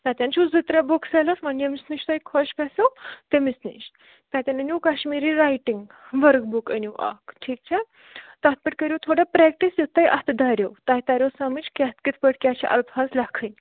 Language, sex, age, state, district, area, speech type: Kashmiri, female, 30-45, Jammu and Kashmir, Bandipora, rural, conversation